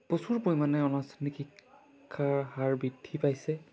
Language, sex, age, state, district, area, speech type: Assamese, male, 30-45, Assam, Jorhat, urban, spontaneous